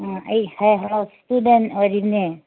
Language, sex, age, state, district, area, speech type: Manipuri, female, 18-30, Manipur, Senapati, rural, conversation